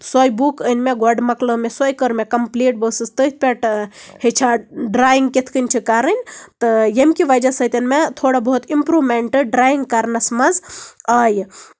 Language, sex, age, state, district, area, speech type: Kashmiri, female, 30-45, Jammu and Kashmir, Baramulla, rural, spontaneous